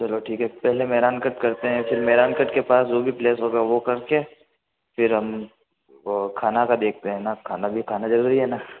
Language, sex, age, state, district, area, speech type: Hindi, male, 18-30, Rajasthan, Jodhpur, urban, conversation